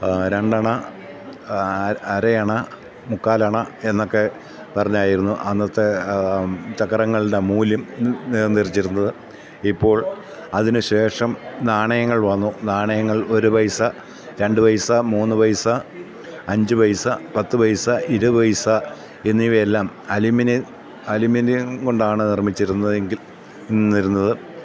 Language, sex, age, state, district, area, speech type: Malayalam, male, 45-60, Kerala, Kottayam, rural, spontaneous